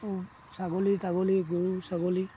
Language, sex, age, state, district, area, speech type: Assamese, male, 60+, Assam, Dibrugarh, rural, spontaneous